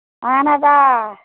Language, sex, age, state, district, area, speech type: Kashmiri, female, 45-60, Jammu and Kashmir, Ganderbal, rural, conversation